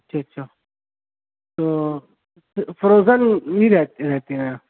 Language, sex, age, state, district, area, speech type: Urdu, male, 18-30, Maharashtra, Nashik, urban, conversation